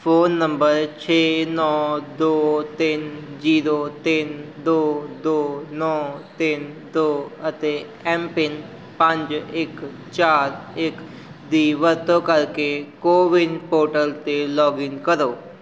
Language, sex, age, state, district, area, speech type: Punjabi, male, 30-45, Punjab, Amritsar, urban, read